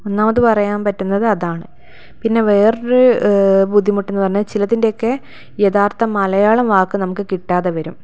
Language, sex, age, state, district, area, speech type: Malayalam, female, 30-45, Kerala, Kannur, rural, spontaneous